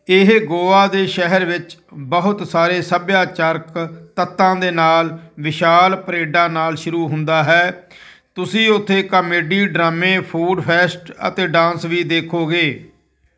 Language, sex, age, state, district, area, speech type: Punjabi, male, 45-60, Punjab, Firozpur, rural, read